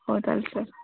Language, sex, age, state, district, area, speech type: Odia, female, 30-45, Odisha, Bhadrak, rural, conversation